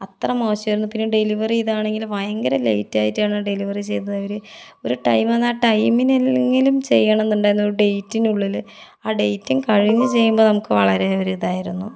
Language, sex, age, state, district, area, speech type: Malayalam, female, 18-30, Kerala, Palakkad, urban, spontaneous